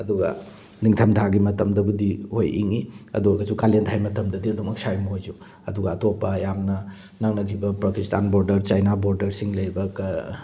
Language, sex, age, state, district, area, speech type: Manipuri, male, 45-60, Manipur, Thoubal, rural, spontaneous